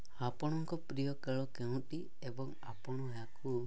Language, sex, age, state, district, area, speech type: Odia, male, 18-30, Odisha, Nabarangpur, urban, spontaneous